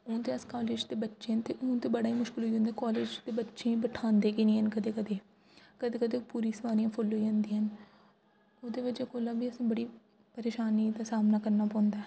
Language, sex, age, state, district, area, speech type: Dogri, female, 18-30, Jammu and Kashmir, Jammu, rural, spontaneous